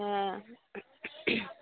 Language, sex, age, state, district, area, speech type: Bengali, female, 30-45, West Bengal, Bankura, urban, conversation